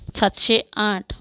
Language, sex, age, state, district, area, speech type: Marathi, female, 45-60, Maharashtra, Amravati, urban, spontaneous